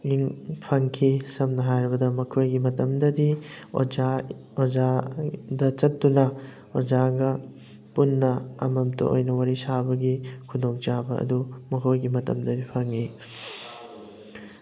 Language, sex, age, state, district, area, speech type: Manipuri, male, 18-30, Manipur, Thoubal, rural, spontaneous